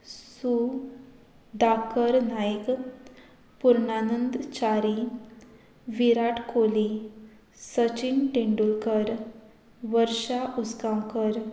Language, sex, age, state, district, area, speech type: Goan Konkani, female, 18-30, Goa, Murmgao, rural, spontaneous